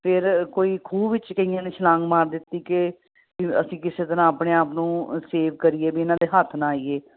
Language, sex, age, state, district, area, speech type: Punjabi, female, 45-60, Punjab, Ludhiana, urban, conversation